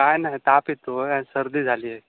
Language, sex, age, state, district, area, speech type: Marathi, male, 18-30, Maharashtra, Sindhudurg, rural, conversation